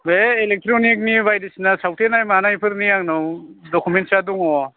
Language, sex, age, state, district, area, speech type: Bodo, male, 45-60, Assam, Kokrajhar, urban, conversation